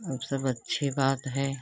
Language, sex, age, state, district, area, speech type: Hindi, female, 60+, Uttar Pradesh, Lucknow, urban, spontaneous